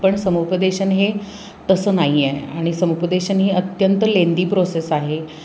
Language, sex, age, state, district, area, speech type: Marathi, female, 45-60, Maharashtra, Pune, urban, spontaneous